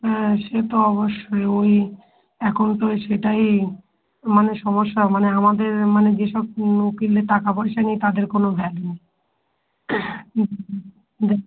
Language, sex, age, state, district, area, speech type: Bengali, female, 30-45, West Bengal, Darjeeling, urban, conversation